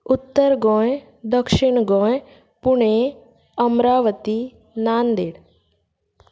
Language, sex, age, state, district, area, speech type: Goan Konkani, female, 18-30, Goa, Canacona, rural, spontaneous